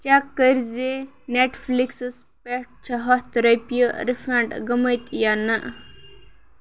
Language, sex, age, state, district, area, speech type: Kashmiri, female, 18-30, Jammu and Kashmir, Kupwara, urban, read